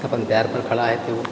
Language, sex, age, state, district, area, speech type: Maithili, male, 45-60, Bihar, Purnia, rural, spontaneous